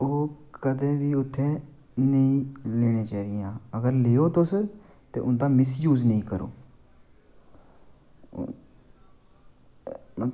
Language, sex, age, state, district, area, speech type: Dogri, male, 18-30, Jammu and Kashmir, Samba, rural, spontaneous